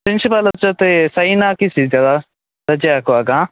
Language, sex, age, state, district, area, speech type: Kannada, male, 18-30, Karnataka, Shimoga, rural, conversation